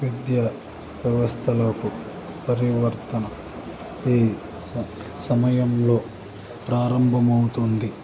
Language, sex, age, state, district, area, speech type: Telugu, male, 18-30, Andhra Pradesh, Guntur, urban, spontaneous